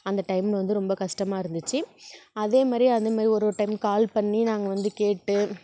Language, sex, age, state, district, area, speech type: Tamil, female, 30-45, Tamil Nadu, Nagapattinam, rural, spontaneous